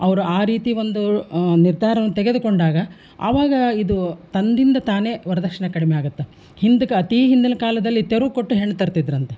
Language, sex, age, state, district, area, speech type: Kannada, female, 60+, Karnataka, Koppal, urban, spontaneous